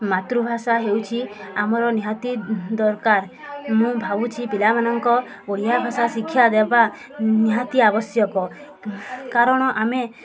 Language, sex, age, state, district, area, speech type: Odia, female, 18-30, Odisha, Subarnapur, urban, spontaneous